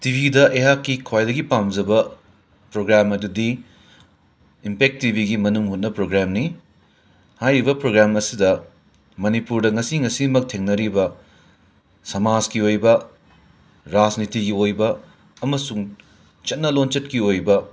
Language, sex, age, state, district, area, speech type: Manipuri, male, 60+, Manipur, Imphal West, urban, spontaneous